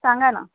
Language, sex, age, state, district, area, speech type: Marathi, female, 30-45, Maharashtra, Thane, urban, conversation